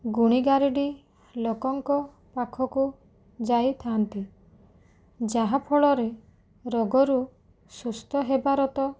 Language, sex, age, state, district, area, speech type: Odia, female, 18-30, Odisha, Rayagada, rural, spontaneous